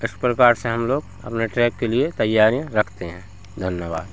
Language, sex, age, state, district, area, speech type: Hindi, male, 30-45, Madhya Pradesh, Hoshangabad, rural, spontaneous